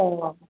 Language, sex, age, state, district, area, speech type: Bodo, female, 45-60, Assam, Kokrajhar, rural, conversation